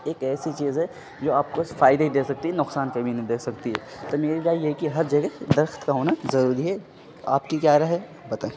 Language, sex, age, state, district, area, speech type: Urdu, male, 30-45, Bihar, Khagaria, rural, spontaneous